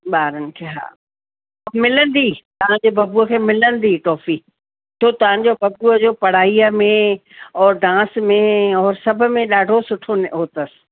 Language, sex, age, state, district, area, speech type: Sindhi, female, 45-60, Delhi, South Delhi, urban, conversation